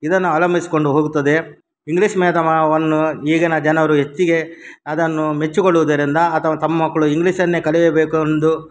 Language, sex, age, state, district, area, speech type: Kannada, male, 60+, Karnataka, Udupi, rural, spontaneous